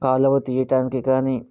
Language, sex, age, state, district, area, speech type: Telugu, male, 60+, Andhra Pradesh, Vizianagaram, rural, spontaneous